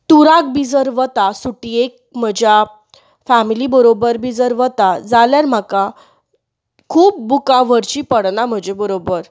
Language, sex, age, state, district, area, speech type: Goan Konkani, female, 30-45, Goa, Bardez, rural, spontaneous